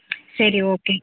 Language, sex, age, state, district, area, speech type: Tamil, female, 18-30, Tamil Nadu, Erode, rural, conversation